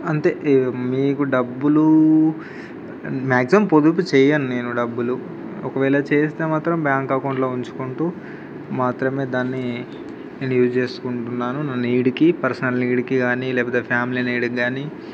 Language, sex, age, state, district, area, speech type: Telugu, male, 18-30, Telangana, Khammam, rural, spontaneous